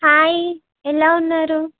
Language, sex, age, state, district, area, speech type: Telugu, female, 18-30, Telangana, Suryapet, urban, conversation